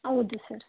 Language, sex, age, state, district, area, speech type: Kannada, female, 18-30, Karnataka, Chitradurga, urban, conversation